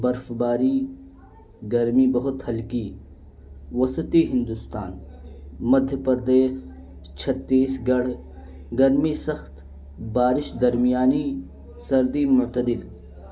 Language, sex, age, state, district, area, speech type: Urdu, male, 18-30, Uttar Pradesh, Balrampur, rural, spontaneous